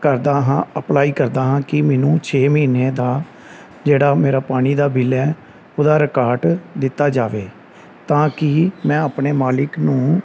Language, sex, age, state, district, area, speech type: Punjabi, male, 30-45, Punjab, Gurdaspur, rural, spontaneous